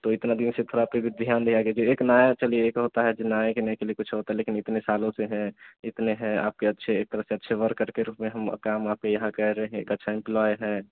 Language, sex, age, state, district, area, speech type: Hindi, male, 18-30, Bihar, Samastipur, urban, conversation